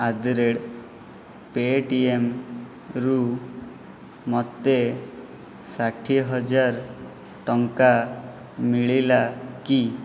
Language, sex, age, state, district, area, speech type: Odia, male, 18-30, Odisha, Jajpur, rural, read